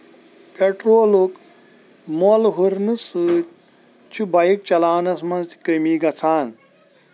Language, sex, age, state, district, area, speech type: Kashmiri, male, 45-60, Jammu and Kashmir, Kulgam, rural, spontaneous